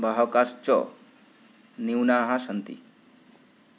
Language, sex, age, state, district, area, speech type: Sanskrit, male, 18-30, West Bengal, Paschim Medinipur, rural, spontaneous